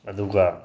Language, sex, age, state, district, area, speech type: Manipuri, male, 60+, Manipur, Tengnoupal, rural, spontaneous